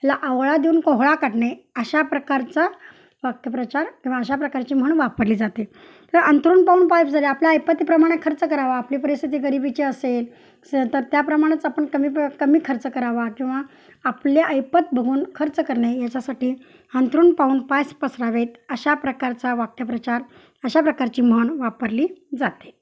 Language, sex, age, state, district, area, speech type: Marathi, female, 45-60, Maharashtra, Kolhapur, urban, spontaneous